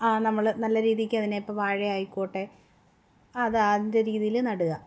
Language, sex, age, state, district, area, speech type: Malayalam, female, 18-30, Kerala, Palakkad, rural, spontaneous